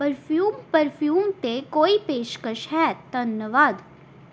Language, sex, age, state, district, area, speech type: Punjabi, female, 18-30, Punjab, Tarn Taran, urban, read